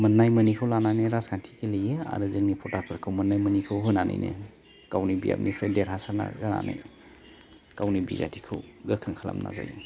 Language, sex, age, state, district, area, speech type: Bodo, male, 30-45, Assam, Baksa, rural, spontaneous